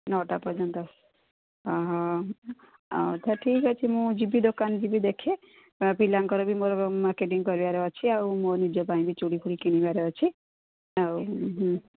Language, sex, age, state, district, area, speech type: Odia, female, 60+, Odisha, Gajapati, rural, conversation